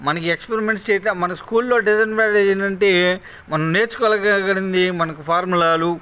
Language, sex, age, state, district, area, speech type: Telugu, male, 30-45, Andhra Pradesh, Bapatla, rural, spontaneous